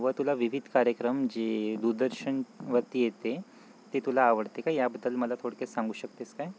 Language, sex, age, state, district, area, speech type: Marathi, female, 18-30, Maharashtra, Wardha, rural, spontaneous